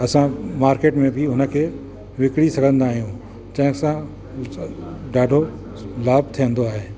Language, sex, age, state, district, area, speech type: Sindhi, male, 60+, Uttar Pradesh, Lucknow, urban, spontaneous